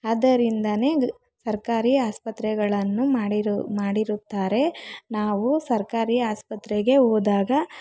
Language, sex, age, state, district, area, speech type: Kannada, female, 45-60, Karnataka, Bangalore Rural, rural, spontaneous